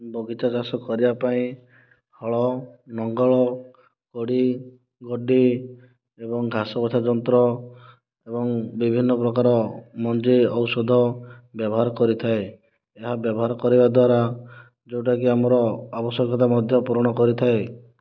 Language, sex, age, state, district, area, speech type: Odia, male, 30-45, Odisha, Kandhamal, rural, spontaneous